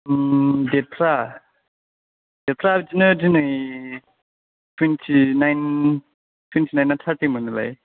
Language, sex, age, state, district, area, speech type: Bodo, male, 18-30, Assam, Kokrajhar, rural, conversation